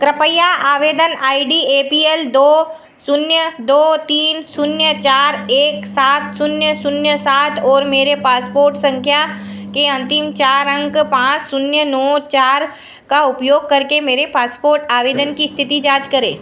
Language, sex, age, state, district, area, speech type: Hindi, female, 60+, Madhya Pradesh, Harda, urban, read